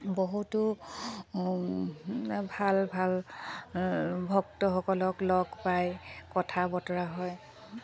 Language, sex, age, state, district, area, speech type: Assamese, female, 30-45, Assam, Kamrup Metropolitan, urban, spontaneous